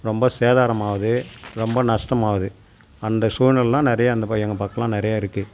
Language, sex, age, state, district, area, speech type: Tamil, male, 45-60, Tamil Nadu, Tiruvannamalai, rural, spontaneous